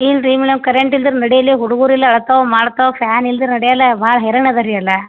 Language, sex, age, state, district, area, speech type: Kannada, female, 45-60, Karnataka, Gulbarga, urban, conversation